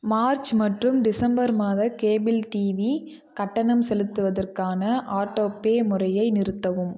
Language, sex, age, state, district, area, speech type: Tamil, female, 18-30, Tamil Nadu, Kallakurichi, urban, read